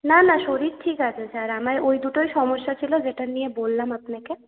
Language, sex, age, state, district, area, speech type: Bengali, female, 18-30, West Bengal, Purulia, urban, conversation